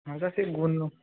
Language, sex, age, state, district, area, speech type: Odia, male, 18-30, Odisha, Balasore, rural, conversation